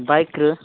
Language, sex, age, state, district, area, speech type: Odia, male, 18-30, Odisha, Nabarangpur, urban, conversation